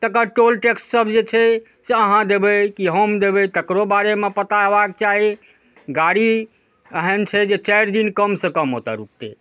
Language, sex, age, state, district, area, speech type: Maithili, male, 45-60, Bihar, Darbhanga, rural, spontaneous